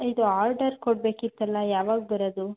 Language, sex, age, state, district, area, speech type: Kannada, female, 18-30, Karnataka, Mandya, rural, conversation